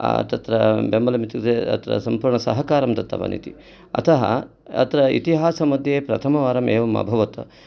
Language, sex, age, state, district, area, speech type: Sanskrit, male, 45-60, Karnataka, Uttara Kannada, urban, spontaneous